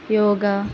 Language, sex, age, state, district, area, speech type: Telugu, female, 30-45, Andhra Pradesh, Guntur, rural, spontaneous